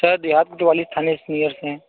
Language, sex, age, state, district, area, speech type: Hindi, male, 30-45, Uttar Pradesh, Mirzapur, rural, conversation